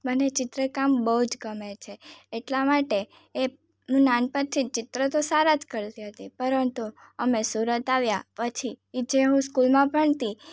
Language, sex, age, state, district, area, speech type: Gujarati, female, 18-30, Gujarat, Surat, rural, spontaneous